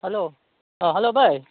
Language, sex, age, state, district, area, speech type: Manipuri, male, 30-45, Manipur, Chandel, rural, conversation